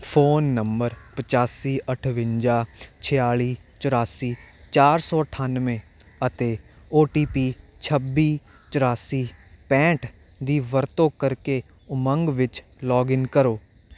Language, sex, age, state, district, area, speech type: Punjabi, male, 18-30, Punjab, Hoshiarpur, urban, read